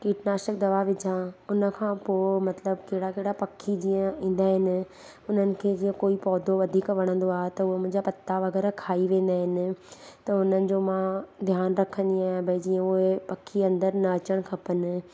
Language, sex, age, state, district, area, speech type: Sindhi, female, 30-45, Gujarat, Surat, urban, spontaneous